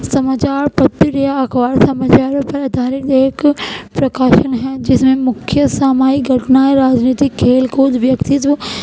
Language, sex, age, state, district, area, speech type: Urdu, female, 18-30, Uttar Pradesh, Gautam Buddha Nagar, rural, spontaneous